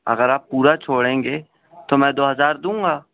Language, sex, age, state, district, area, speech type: Urdu, male, 18-30, Delhi, East Delhi, urban, conversation